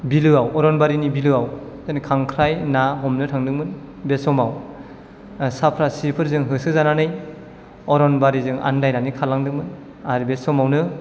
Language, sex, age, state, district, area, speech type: Bodo, male, 18-30, Assam, Chirang, rural, spontaneous